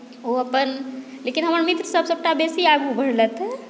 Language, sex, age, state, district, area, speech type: Maithili, female, 30-45, Bihar, Madhubani, rural, spontaneous